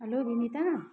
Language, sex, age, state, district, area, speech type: Nepali, male, 60+, West Bengal, Kalimpong, rural, spontaneous